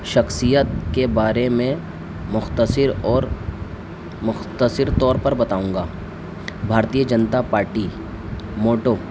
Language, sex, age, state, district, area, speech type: Urdu, male, 18-30, Delhi, New Delhi, urban, spontaneous